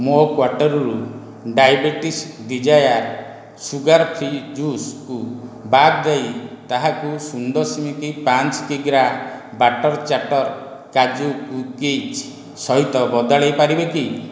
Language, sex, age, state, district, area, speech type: Odia, male, 60+, Odisha, Khordha, rural, read